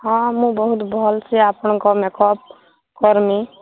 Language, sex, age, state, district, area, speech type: Odia, female, 18-30, Odisha, Balangir, urban, conversation